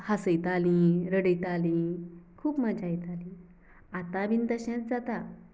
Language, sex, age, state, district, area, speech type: Goan Konkani, female, 18-30, Goa, Canacona, rural, spontaneous